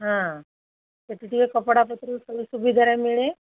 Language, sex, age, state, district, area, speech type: Odia, female, 60+, Odisha, Jharsuguda, rural, conversation